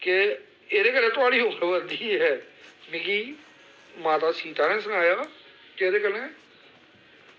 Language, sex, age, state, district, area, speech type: Dogri, male, 45-60, Jammu and Kashmir, Samba, rural, spontaneous